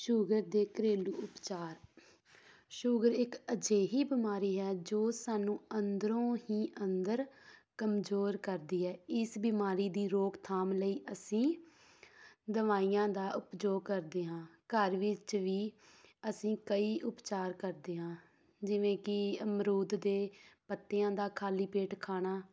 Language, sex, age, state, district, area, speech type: Punjabi, female, 18-30, Punjab, Tarn Taran, rural, spontaneous